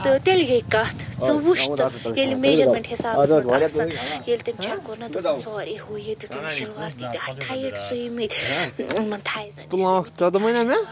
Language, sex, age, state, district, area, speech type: Kashmiri, female, 18-30, Jammu and Kashmir, Bandipora, rural, spontaneous